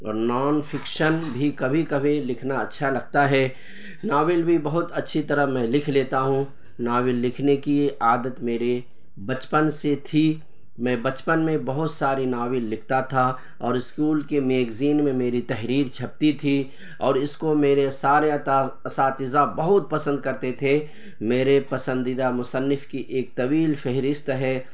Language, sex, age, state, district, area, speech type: Urdu, male, 30-45, Bihar, Purnia, rural, spontaneous